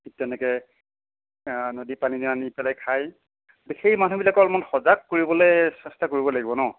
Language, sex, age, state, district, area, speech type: Assamese, male, 60+, Assam, Majuli, urban, conversation